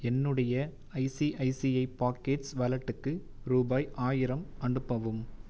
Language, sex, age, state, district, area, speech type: Tamil, male, 18-30, Tamil Nadu, Viluppuram, urban, read